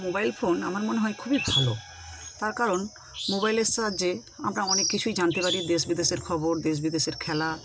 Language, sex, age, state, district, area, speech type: Bengali, female, 60+, West Bengal, Paschim Medinipur, rural, spontaneous